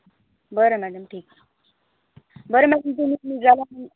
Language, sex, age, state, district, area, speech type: Marathi, female, 18-30, Maharashtra, Gondia, rural, conversation